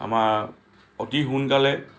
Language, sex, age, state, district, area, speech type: Assamese, male, 60+, Assam, Lakhimpur, urban, spontaneous